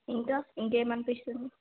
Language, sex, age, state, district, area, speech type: Telugu, female, 18-30, Telangana, Karimnagar, rural, conversation